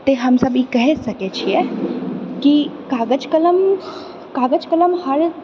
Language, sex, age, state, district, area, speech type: Maithili, female, 30-45, Bihar, Purnia, urban, spontaneous